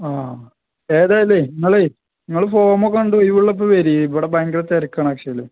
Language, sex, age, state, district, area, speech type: Malayalam, male, 18-30, Kerala, Malappuram, rural, conversation